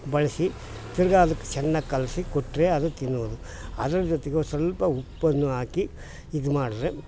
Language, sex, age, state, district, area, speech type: Kannada, male, 60+, Karnataka, Mysore, urban, spontaneous